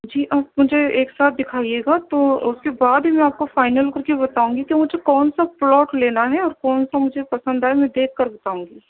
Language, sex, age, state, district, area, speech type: Urdu, female, 18-30, Uttar Pradesh, Gautam Buddha Nagar, urban, conversation